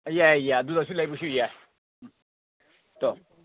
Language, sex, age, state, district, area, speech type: Manipuri, male, 30-45, Manipur, Senapati, urban, conversation